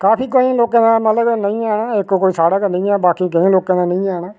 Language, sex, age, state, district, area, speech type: Dogri, male, 60+, Jammu and Kashmir, Reasi, rural, spontaneous